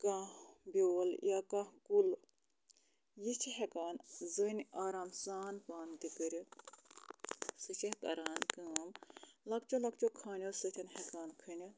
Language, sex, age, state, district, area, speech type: Kashmiri, female, 45-60, Jammu and Kashmir, Budgam, rural, spontaneous